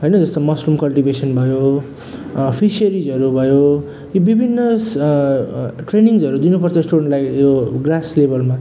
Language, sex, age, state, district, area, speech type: Nepali, male, 30-45, West Bengal, Jalpaiguri, rural, spontaneous